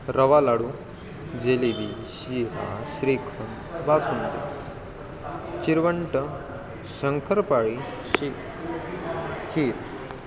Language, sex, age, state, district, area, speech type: Marathi, male, 18-30, Maharashtra, Wardha, rural, spontaneous